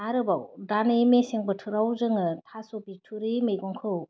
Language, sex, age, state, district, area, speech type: Bodo, female, 30-45, Assam, Udalguri, urban, spontaneous